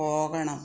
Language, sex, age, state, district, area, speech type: Malayalam, female, 60+, Kerala, Kottayam, rural, spontaneous